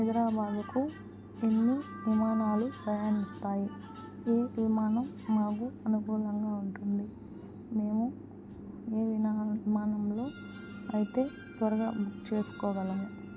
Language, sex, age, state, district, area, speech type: Telugu, female, 18-30, Andhra Pradesh, Eluru, urban, spontaneous